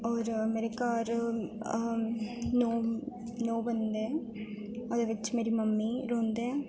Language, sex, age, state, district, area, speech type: Dogri, female, 18-30, Jammu and Kashmir, Jammu, rural, spontaneous